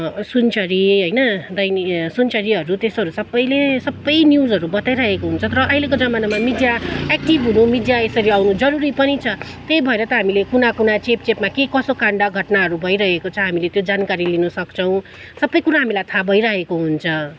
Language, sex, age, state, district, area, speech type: Nepali, female, 30-45, West Bengal, Kalimpong, rural, spontaneous